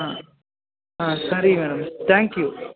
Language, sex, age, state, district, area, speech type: Kannada, male, 18-30, Karnataka, Chamarajanagar, urban, conversation